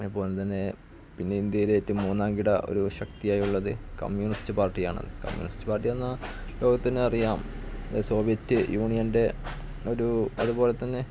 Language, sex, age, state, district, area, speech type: Malayalam, male, 18-30, Kerala, Malappuram, rural, spontaneous